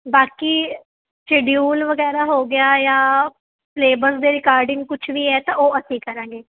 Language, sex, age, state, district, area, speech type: Punjabi, female, 18-30, Punjab, Fazilka, rural, conversation